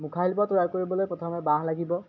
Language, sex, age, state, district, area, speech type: Assamese, male, 18-30, Assam, Majuli, urban, spontaneous